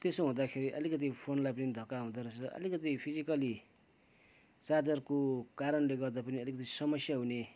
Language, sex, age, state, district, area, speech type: Nepali, male, 45-60, West Bengal, Kalimpong, rural, spontaneous